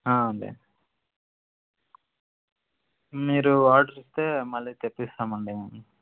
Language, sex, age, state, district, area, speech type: Telugu, male, 18-30, Andhra Pradesh, Anantapur, urban, conversation